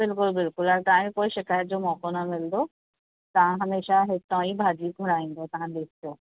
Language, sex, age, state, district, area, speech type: Sindhi, female, 30-45, Uttar Pradesh, Lucknow, rural, conversation